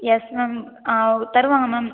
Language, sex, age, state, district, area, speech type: Tamil, female, 18-30, Tamil Nadu, Viluppuram, urban, conversation